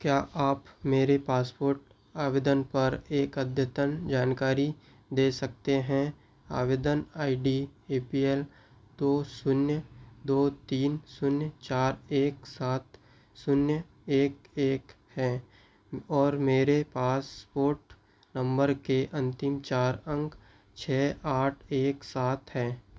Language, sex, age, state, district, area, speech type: Hindi, male, 18-30, Madhya Pradesh, Seoni, rural, read